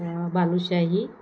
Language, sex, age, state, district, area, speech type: Marathi, female, 30-45, Maharashtra, Wardha, rural, spontaneous